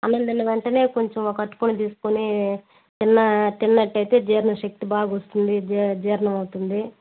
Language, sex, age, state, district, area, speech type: Telugu, female, 30-45, Andhra Pradesh, Nellore, rural, conversation